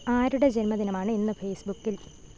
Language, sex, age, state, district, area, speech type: Malayalam, female, 18-30, Kerala, Thiruvananthapuram, rural, read